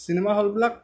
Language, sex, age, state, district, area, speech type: Assamese, male, 18-30, Assam, Lakhimpur, rural, spontaneous